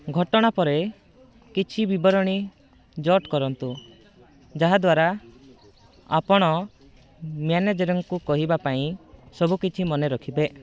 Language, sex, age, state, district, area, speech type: Odia, male, 18-30, Odisha, Rayagada, rural, read